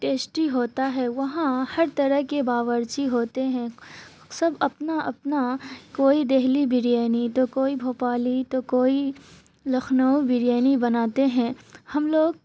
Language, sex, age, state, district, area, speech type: Urdu, female, 18-30, Bihar, Supaul, rural, spontaneous